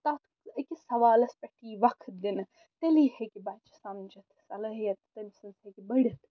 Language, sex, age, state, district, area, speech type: Kashmiri, female, 45-60, Jammu and Kashmir, Srinagar, urban, spontaneous